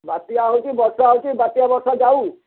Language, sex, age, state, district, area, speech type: Odia, male, 60+, Odisha, Angul, rural, conversation